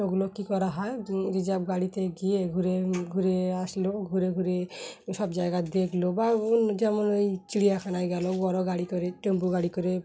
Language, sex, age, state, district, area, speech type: Bengali, female, 30-45, West Bengal, Dakshin Dinajpur, urban, spontaneous